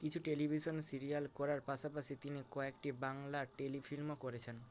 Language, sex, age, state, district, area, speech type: Bengali, male, 18-30, West Bengal, Purba Medinipur, rural, read